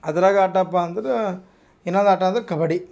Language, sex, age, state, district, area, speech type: Kannada, male, 30-45, Karnataka, Gulbarga, urban, spontaneous